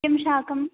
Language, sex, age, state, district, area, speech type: Sanskrit, female, 18-30, Telangana, Medchal, urban, conversation